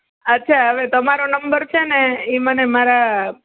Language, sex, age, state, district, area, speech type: Gujarati, female, 30-45, Gujarat, Rajkot, urban, conversation